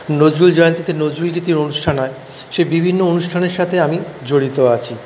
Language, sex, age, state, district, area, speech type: Bengali, male, 45-60, West Bengal, Paschim Bardhaman, urban, spontaneous